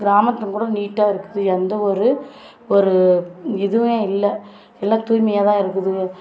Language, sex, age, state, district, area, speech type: Tamil, female, 30-45, Tamil Nadu, Tirupattur, rural, spontaneous